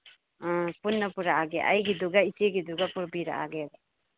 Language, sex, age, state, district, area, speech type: Manipuri, female, 30-45, Manipur, Imphal East, rural, conversation